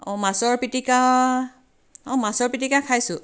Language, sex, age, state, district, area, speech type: Assamese, female, 45-60, Assam, Tinsukia, urban, spontaneous